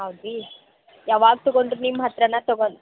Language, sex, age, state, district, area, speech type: Kannada, female, 18-30, Karnataka, Gadag, urban, conversation